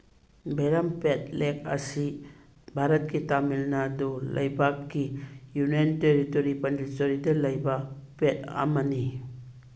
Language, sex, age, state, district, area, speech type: Manipuri, female, 60+, Manipur, Churachandpur, urban, read